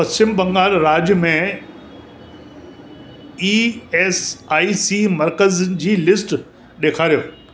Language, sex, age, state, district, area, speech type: Sindhi, male, 60+, Delhi, South Delhi, urban, read